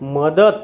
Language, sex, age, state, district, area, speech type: Marathi, male, 30-45, Maharashtra, Yavatmal, rural, read